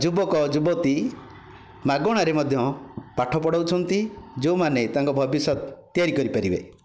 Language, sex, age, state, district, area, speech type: Odia, male, 60+, Odisha, Khordha, rural, spontaneous